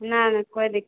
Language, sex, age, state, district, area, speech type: Hindi, female, 30-45, Bihar, Begusarai, rural, conversation